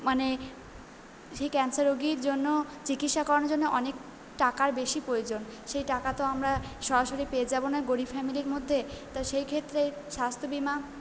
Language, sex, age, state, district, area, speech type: Bengali, female, 18-30, West Bengal, Purba Bardhaman, urban, spontaneous